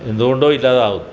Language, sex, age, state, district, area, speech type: Malayalam, male, 60+, Kerala, Kottayam, rural, spontaneous